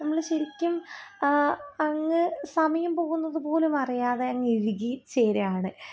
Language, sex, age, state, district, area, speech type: Malayalam, female, 18-30, Kerala, Thiruvananthapuram, rural, spontaneous